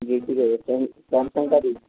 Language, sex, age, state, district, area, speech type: Urdu, male, 18-30, Telangana, Hyderabad, urban, conversation